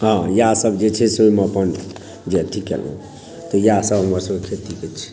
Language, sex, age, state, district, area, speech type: Maithili, male, 30-45, Bihar, Darbhanga, rural, spontaneous